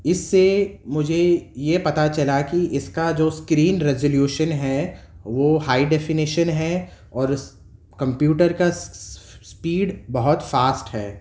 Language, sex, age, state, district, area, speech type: Urdu, male, 30-45, Uttar Pradesh, Gautam Buddha Nagar, rural, spontaneous